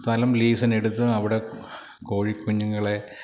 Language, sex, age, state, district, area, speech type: Malayalam, male, 45-60, Kerala, Kottayam, rural, spontaneous